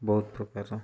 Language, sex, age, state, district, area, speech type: Odia, male, 18-30, Odisha, Kendujhar, urban, spontaneous